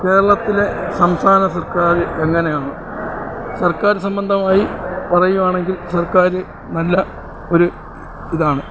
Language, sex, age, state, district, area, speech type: Malayalam, male, 45-60, Kerala, Alappuzha, urban, spontaneous